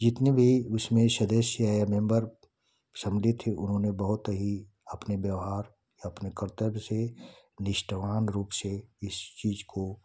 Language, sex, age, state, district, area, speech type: Hindi, male, 60+, Uttar Pradesh, Ghazipur, rural, spontaneous